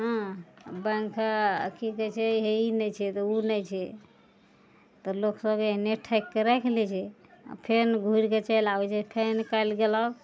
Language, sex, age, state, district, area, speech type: Maithili, female, 45-60, Bihar, Araria, urban, spontaneous